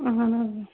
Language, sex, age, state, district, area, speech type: Kashmiri, female, 30-45, Jammu and Kashmir, Kulgam, rural, conversation